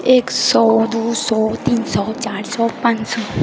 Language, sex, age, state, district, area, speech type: Maithili, female, 18-30, Bihar, Purnia, rural, spontaneous